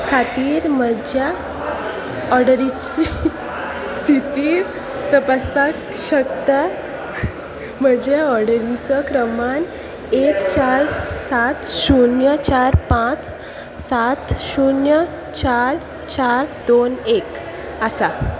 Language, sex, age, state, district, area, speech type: Goan Konkani, female, 18-30, Goa, Salcete, rural, read